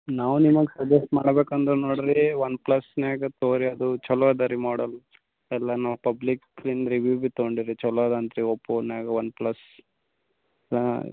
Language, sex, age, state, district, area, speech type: Kannada, male, 18-30, Karnataka, Gulbarga, rural, conversation